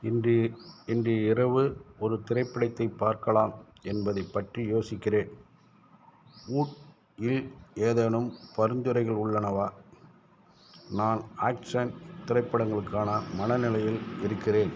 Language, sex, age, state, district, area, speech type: Tamil, male, 60+, Tamil Nadu, Madurai, rural, read